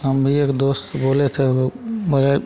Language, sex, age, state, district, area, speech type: Hindi, male, 45-60, Bihar, Begusarai, urban, spontaneous